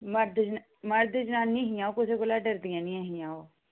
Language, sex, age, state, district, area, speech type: Dogri, female, 30-45, Jammu and Kashmir, Udhampur, urban, conversation